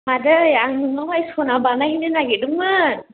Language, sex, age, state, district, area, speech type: Bodo, female, 45-60, Assam, Chirang, rural, conversation